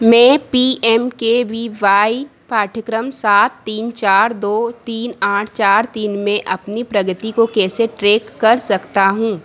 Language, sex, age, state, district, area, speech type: Hindi, female, 30-45, Madhya Pradesh, Harda, urban, read